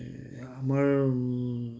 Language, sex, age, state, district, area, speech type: Assamese, male, 60+, Assam, Tinsukia, urban, spontaneous